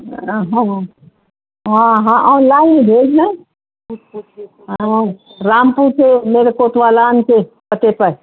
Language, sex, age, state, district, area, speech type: Urdu, female, 60+, Uttar Pradesh, Rampur, urban, conversation